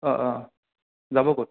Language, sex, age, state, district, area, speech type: Assamese, male, 18-30, Assam, Sonitpur, rural, conversation